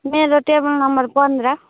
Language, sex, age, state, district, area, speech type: Nepali, female, 30-45, West Bengal, Alipurduar, urban, conversation